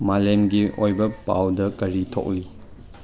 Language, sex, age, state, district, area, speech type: Manipuri, male, 18-30, Manipur, Chandel, rural, read